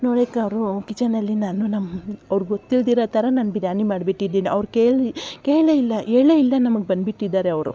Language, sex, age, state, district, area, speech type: Kannada, female, 45-60, Karnataka, Davanagere, urban, spontaneous